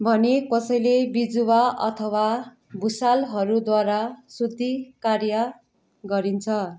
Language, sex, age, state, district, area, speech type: Nepali, female, 45-60, West Bengal, Darjeeling, rural, spontaneous